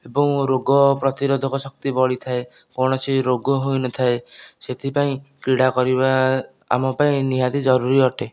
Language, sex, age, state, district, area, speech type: Odia, male, 18-30, Odisha, Nayagarh, rural, spontaneous